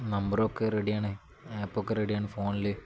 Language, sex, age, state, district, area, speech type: Malayalam, male, 18-30, Kerala, Malappuram, rural, spontaneous